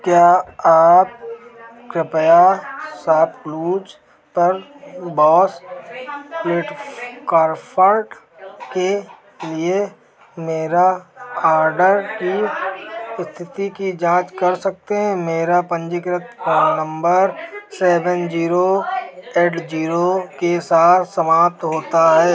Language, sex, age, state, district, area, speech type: Hindi, male, 30-45, Uttar Pradesh, Hardoi, rural, read